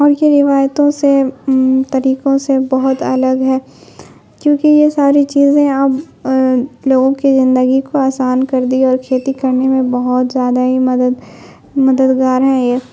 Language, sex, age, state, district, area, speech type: Urdu, female, 18-30, Bihar, Khagaria, rural, spontaneous